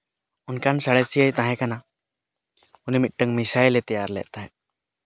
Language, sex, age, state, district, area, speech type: Santali, male, 30-45, Jharkhand, East Singhbhum, rural, spontaneous